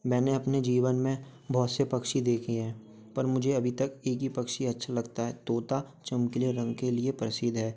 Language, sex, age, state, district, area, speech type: Hindi, male, 18-30, Madhya Pradesh, Gwalior, urban, spontaneous